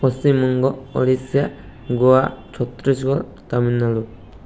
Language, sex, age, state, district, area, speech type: Bengali, male, 30-45, West Bengal, Purulia, urban, spontaneous